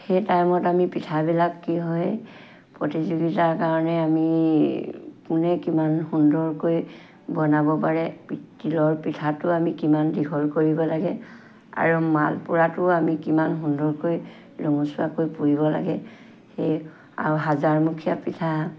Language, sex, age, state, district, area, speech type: Assamese, female, 60+, Assam, Charaideo, rural, spontaneous